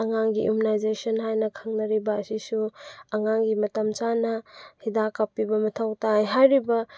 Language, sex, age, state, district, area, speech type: Manipuri, female, 18-30, Manipur, Chandel, rural, spontaneous